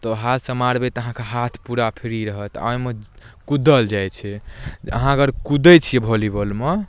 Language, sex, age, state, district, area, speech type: Maithili, male, 18-30, Bihar, Darbhanga, rural, spontaneous